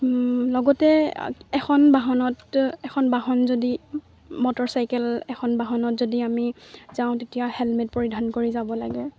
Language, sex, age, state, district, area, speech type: Assamese, female, 18-30, Assam, Lakhimpur, urban, spontaneous